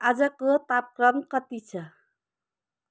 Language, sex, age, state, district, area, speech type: Nepali, female, 30-45, West Bengal, Kalimpong, rural, read